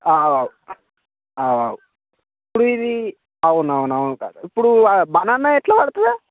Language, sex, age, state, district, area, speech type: Telugu, male, 45-60, Telangana, Mancherial, rural, conversation